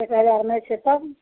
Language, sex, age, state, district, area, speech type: Maithili, female, 30-45, Bihar, Madhepura, rural, conversation